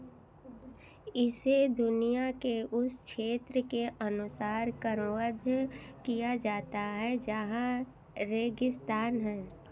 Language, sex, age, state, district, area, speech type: Hindi, female, 60+, Uttar Pradesh, Ayodhya, urban, read